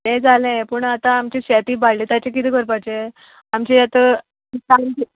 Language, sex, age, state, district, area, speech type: Goan Konkani, female, 18-30, Goa, Canacona, rural, conversation